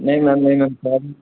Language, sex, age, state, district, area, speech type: Hindi, male, 18-30, Rajasthan, Jodhpur, urban, conversation